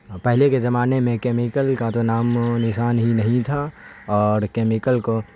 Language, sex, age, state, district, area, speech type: Urdu, male, 18-30, Bihar, Saharsa, urban, spontaneous